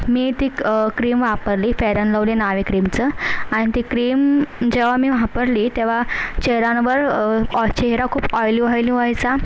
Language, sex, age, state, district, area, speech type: Marathi, female, 18-30, Maharashtra, Thane, urban, spontaneous